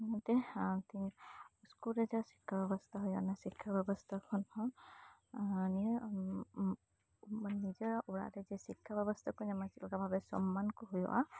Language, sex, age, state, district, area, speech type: Santali, female, 30-45, West Bengal, Birbhum, rural, spontaneous